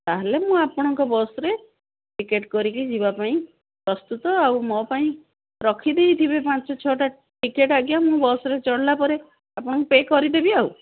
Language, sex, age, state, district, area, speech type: Odia, female, 60+, Odisha, Gajapati, rural, conversation